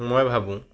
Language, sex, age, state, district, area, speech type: Assamese, male, 60+, Assam, Kamrup Metropolitan, urban, spontaneous